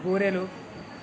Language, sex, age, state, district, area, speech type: Telugu, male, 60+, Telangana, Hyderabad, urban, spontaneous